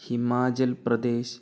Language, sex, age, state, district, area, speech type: Malayalam, male, 60+, Kerala, Palakkad, rural, spontaneous